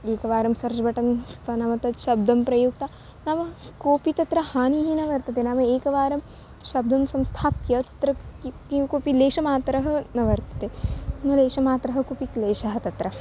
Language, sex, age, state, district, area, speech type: Sanskrit, female, 18-30, Maharashtra, Wardha, urban, spontaneous